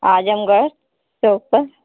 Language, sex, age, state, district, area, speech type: Hindi, female, 60+, Uttar Pradesh, Azamgarh, urban, conversation